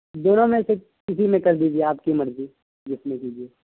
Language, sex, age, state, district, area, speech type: Urdu, male, 18-30, Bihar, Purnia, rural, conversation